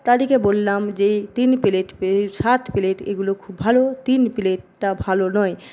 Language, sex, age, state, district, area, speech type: Bengali, female, 30-45, West Bengal, Paschim Medinipur, rural, spontaneous